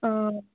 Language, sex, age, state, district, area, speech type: Telugu, female, 18-30, Telangana, Nizamabad, rural, conversation